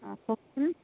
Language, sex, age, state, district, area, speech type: Assamese, female, 30-45, Assam, Dhemaji, rural, conversation